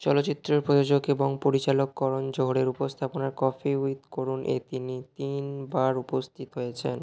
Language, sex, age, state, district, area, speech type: Bengali, male, 18-30, West Bengal, Hooghly, urban, read